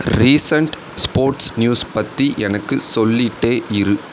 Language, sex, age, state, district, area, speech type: Tamil, male, 30-45, Tamil Nadu, Tiruvarur, rural, read